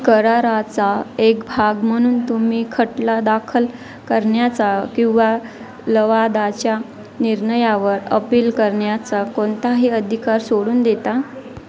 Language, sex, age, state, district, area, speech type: Marathi, female, 30-45, Maharashtra, Wardha, rural, read